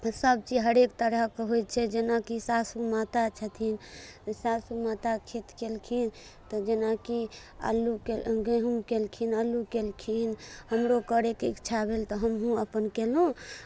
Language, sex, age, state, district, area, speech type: Maithili, female, 30-45, Bihar, Darbhanga, urban, spontaneous